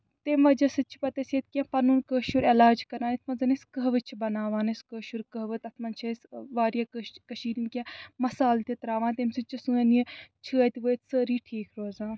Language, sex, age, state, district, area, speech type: Kashmiri, female, 30-45, Jammu and Kashmir, Srinagar, urban, spontaneous